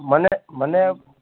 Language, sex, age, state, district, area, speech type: Gujarati, male, 18-30, Gujarat, Morbi, urban, conversation